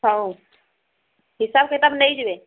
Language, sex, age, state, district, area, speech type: Odia, female, 45-60, Odisha, Sambalpur, rural, conversation